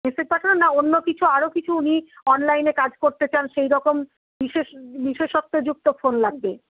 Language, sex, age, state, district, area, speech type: Bengali, female, 60+, West Bengal, Paschim Bardhaman, urban, conversation